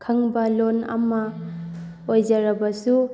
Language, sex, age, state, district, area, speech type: Manipuri, female, 18-30, Manipur, Thoubal, rural, spontaneous